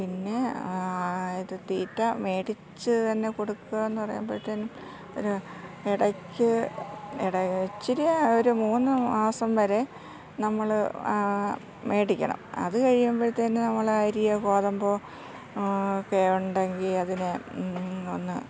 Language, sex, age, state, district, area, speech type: Malayalam, female, 60+, Kerala, Thiruvananthapuram, urban, spontaneous